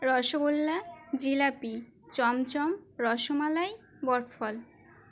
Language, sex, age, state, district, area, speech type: Bengali, female, 18-30, West Bengal, Birbhum, urban, spontaneous